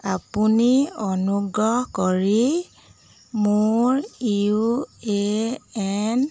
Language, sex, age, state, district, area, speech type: Assamese, female, 30-45, Assam, Jorhat, urban, read